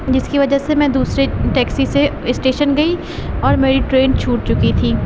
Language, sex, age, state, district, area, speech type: Urdu, female, 30-45, Uttar Pradesh, Aligarh, urban, spontaneous